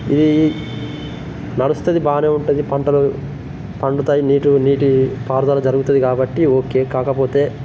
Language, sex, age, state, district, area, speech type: Telugu, male, 18-30, Telangana, Nirmal, rural, spontaneous